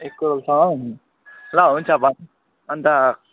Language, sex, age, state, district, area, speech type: Nepali, male, 18-30, West Bengal, Alipurduar, urban, conversation